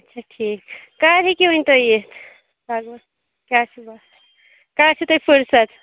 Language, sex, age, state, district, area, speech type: Kashmiri, female, 18-30, Jammu and Kashmir, Shopian, rural, conversation